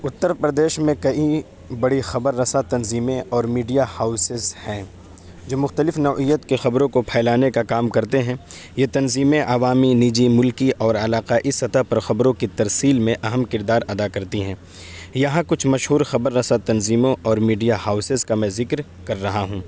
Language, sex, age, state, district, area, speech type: Urdu, male, 18-30, Uttar Pradesh, Saharanpur, urban, spontaneous